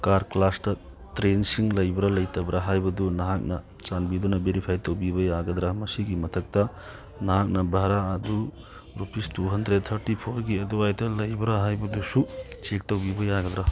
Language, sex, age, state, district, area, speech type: Manipuri, male, 45-60, Manipur, Churachandpur, rural, read